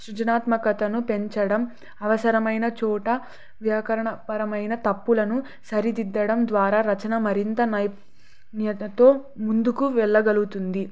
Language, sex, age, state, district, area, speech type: Telugu, female, 18-30, Andhra Pradesh, Sri Satya Sai, urban, spontaneous